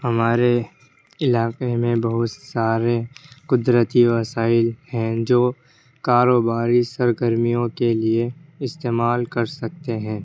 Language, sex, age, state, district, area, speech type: Urdu, male, 18-30, Uttar Pradesh, Ghaziabad, urban, spontaneous